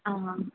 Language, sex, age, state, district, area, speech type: Malayalam, female, 30-45, Kerala, Kannur, urban, conversation